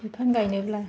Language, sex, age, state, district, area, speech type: Bodo, female, 30-45, Assam, Kokrajhar, rural, spontaneous